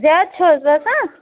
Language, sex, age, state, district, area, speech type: Kashmiri, female, 18-30, Jammu and Kashmir, Budgam, rural, conversation